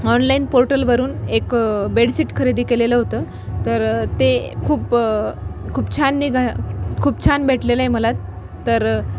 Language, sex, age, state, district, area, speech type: Marathi, female, 18-30, Maharashtra, Nanded, rural, spontaneous